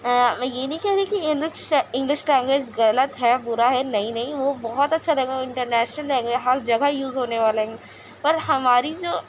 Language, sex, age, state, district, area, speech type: Urdu, female, 18-30, Uttar Pradesh, Gautam Buddha Nagar, rural, spontaneous